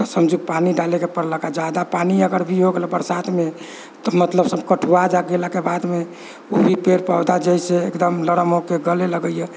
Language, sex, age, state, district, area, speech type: Maithili, male, 45-60, Bihar, Sitamarhi, rural, spontaneous